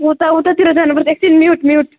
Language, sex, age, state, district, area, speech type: Nepali, male, 18-30, West Bengal, Alipurduar, urban, conversation